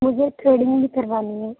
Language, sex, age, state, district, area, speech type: Urdu, female, 45-60, Uttar Pradesh, Gautam Buddha Nagar, rural, conversation